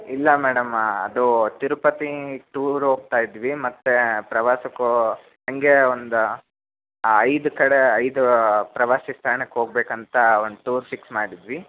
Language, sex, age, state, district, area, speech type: Kannada, male, 18-30, Karnataka, Chitradurga, urban, conversation